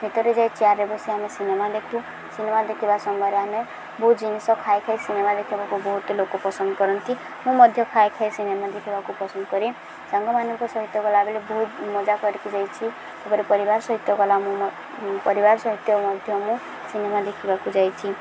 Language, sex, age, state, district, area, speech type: Odia, female, 18-30, Odisha, Subarnapur, urban, spontaneous